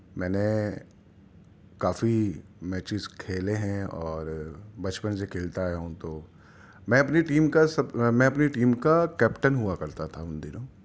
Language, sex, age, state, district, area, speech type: Urdu, male, 30-45, Delhi, Central Delhi, urban, spontaneous